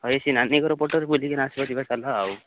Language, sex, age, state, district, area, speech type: Odia, male, 18-30, Odisha, Nabarangpur, urban, conversation